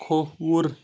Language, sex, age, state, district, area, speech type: Kashmiri, male, 30-45, Jammu and Kashmir, Kupwara, rural, read